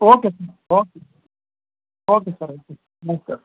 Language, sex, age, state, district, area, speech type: Kannada, male, 45-60, Karnataka, Gulbarga, urban, conversation